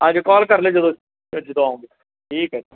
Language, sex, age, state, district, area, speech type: Punjabi, male, 45-60, Punjab, Barnala, urban, conversation